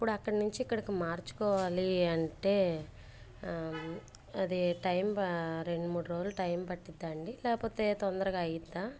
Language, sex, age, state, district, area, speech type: Telugu, female, 30-45, Andhra Pradesh, Bapatla, urban, spontaneous